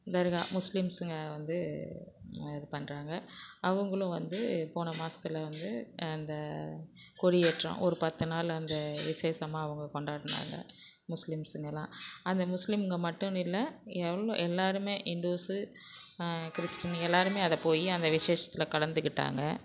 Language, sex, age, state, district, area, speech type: Tamil, female, 60+, Tamil Nadu, Nagapattinam, rural, spontaneous